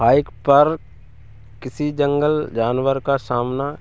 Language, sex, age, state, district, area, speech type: Hindi, male, 30-45, Madhya Pradesh, Hoshangabad, rural, spontaneous